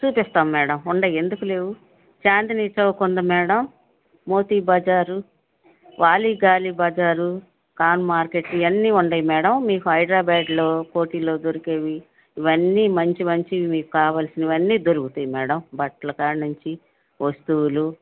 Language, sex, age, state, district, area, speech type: Telugu, female, 45-60, Andhra Pradesh, Bapatla, urban, conversation